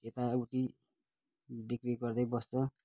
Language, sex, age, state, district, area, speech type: Nepali, male, 30-45, West Bengal, Kalimpong, rural, spontaneous